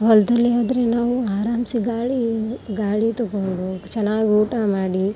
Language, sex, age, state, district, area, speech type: Kannada, female, 18-30, Karnataka, Gadag, rural, spontaneous